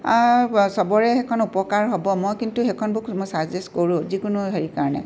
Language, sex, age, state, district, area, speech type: Assamese, female, 45-60, Assam, Tinsukia, rural, spontaneous